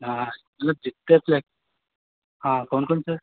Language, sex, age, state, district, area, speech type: Hindi, male, 18-30, Madhya Pradesh, Harda, urban, conversation